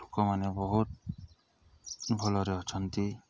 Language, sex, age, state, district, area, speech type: Odia, male, 18-30, Odisha, Nuapada, urban, spontaneous